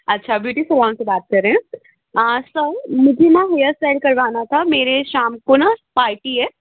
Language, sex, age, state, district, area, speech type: Hindi, female, 18-30, Madhya Pradesh, Jabalpur, urban, conversation